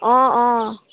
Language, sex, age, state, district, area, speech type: Assamese, female, 18-30, Assam, Sivasagar, rural, conversation